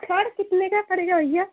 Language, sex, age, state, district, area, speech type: Hindi, female, 18-30, Uttar Pradesh, Ghazipur, rural, conversation